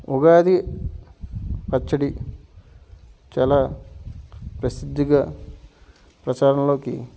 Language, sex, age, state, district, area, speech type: Telugu, male, 45-60, Andhra Pradesh, Alluri Sitarama Raju, rural, spontaneous